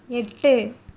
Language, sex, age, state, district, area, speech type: Tamil, female, 18-30, Tamil Nadu, Thoothukudi, rural, read